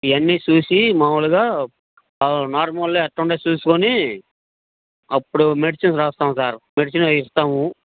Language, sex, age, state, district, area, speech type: Telugu, male, 60+, Andhra Pradesh, Guntur, urban, conversation